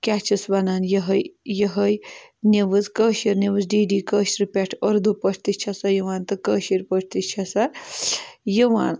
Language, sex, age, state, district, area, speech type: Kashmiri, female, 18-30, Jammu and Kashmir, Bandipora, rural, spontaneous